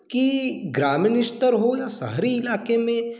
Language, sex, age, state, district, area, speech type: Hindi, male, 18-30, Madhya Pradesh, Balaghat, rural, spontaneous